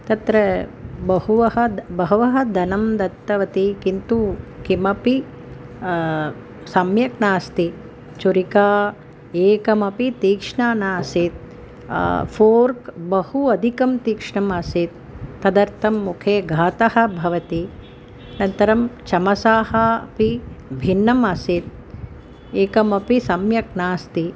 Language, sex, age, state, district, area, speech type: Sanskrit, female, 45-60, Tamil Nadu, Chennai, urban, spontaneous